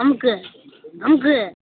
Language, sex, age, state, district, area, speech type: Tamil, female, 60+, Tamil Nadu, Pudukkottai, rural, conversation